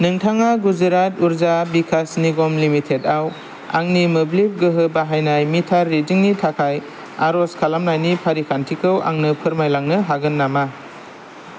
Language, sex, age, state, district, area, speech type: Bodo, male, 18-30, Assam, Kokrajhar, urban, read